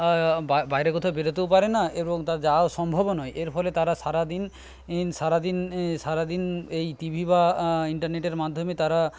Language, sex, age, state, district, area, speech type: Bengali, male, 30-45, West Bengal, Paschim Medinipur, rural, spontaneous